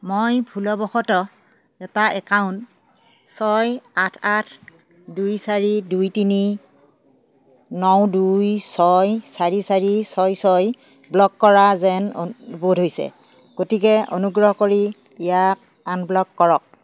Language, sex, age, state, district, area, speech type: Assamese, female, 60+, Assam, Darrang, rural, read